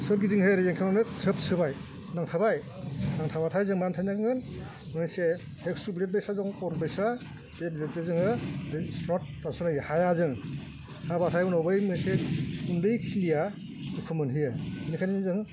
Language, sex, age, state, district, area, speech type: Bodo, male, 60+, Assam, Baksa, rural, spontaneous